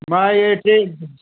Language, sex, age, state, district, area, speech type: Sindhi, male, 60+, Delhi, South Delhi, urban, conversation